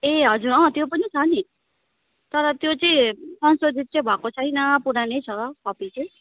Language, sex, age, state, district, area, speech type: Nepali, female, 30-45, West Bengal, Darjeeling, rural, conversation